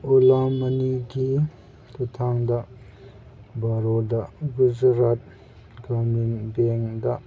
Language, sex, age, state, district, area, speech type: Manipuri, male, 30-45, Manipur, Kangpokpi, urban, read